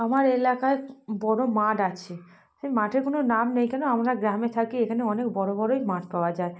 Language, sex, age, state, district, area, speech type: Bengali, female, 30-45, West Bengal, South 24 Parganas, rural, spontaneous